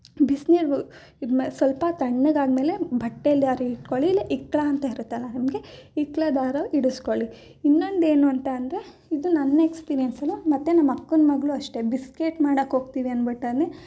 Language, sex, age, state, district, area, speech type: Kannada, female, 18-30, Karnataka, Mysore, urban, spontaneous